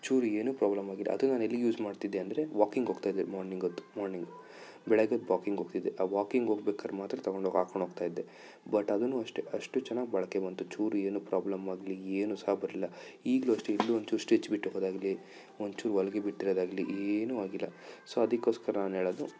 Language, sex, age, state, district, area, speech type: Kannada, male, 30-45, Karnataka, Chikkaballapur, urban, spontaneous